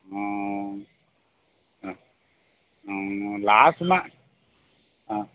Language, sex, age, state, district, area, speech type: Kannada, male, 45-60, Karnataka, Bellary, rural, conversation